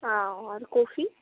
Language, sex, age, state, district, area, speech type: Bengali, female, 18-30, West Bengal, Bankura, rural, conversation